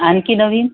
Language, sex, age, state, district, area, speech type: Marathi, female, 30-45, Maharashtra, Nagpur, rural, conversation